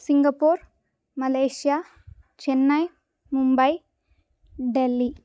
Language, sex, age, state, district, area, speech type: Sanskrit, female, 18-30, Tamil Nadu, Coimbatore, rural, spontaneous